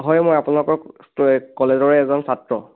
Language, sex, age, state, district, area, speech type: Assamese, male, 18-30, Assam, Biswanath, rural, conversation